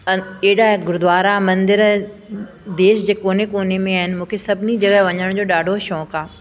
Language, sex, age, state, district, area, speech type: Sindhi, female, 45-60, Delhi, South Delhi, urban, spontaneous